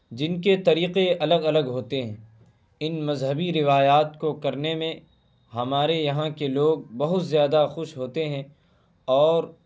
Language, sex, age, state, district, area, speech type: Urdu, male, 18-30, Bihar, Purnia, rural, spontaneous